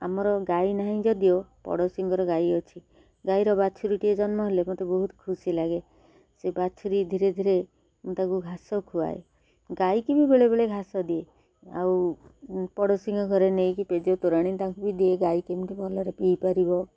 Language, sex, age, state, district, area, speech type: Odia, female, 45-60, Odisha, Kendrapara, urban, spontaneous